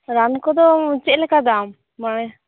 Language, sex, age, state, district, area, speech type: Santali, female, 18-30, West Bengal, Purulia, rural, conversation